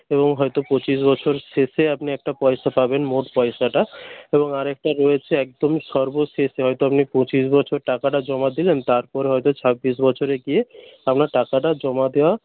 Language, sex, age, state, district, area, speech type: Bengali, male, 18-30, West Bengal, Paschim Medinipur, rural, conversation